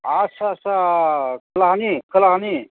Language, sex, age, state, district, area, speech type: Bodo, male, 45-60, Assam, Chirang, rural, conversation